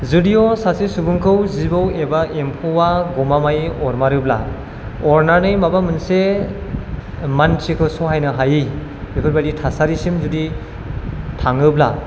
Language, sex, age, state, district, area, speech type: Bodo, male, 18-30, Assam, Chirang, rural, spontaneous